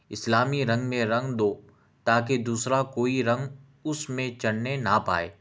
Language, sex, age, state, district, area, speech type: Urdu, male, 30-45, Telangana, Hyderabad, urban, spontaneous